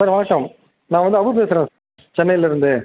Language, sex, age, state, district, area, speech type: Tamil, male, 30-45, Tamil Nadu, Ariyalur, rural, conversation